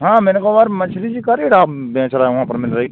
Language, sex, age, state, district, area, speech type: Hindi, male, 45-60, Madhya Pradesh, Seoni, urban, conversation